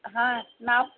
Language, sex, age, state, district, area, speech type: Marathi, female, 45-60, Maharashtra, Buldhana, rural, conversation